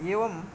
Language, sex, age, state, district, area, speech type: Sanskrit, male, 18-30, Karnataka, Yadgir, urban, spontaneous